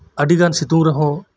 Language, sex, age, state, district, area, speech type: Santali, male, 30-45, West Bengal, Birbhum, rural, spontaneous